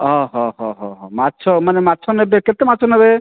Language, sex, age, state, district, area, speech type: Odia, male, 45-60, Odisha, Kandhamal, rural, conversation